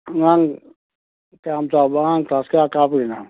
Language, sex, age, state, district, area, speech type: Manipuri, male, 45-60, Manipur, Churachandpur, rural, conversation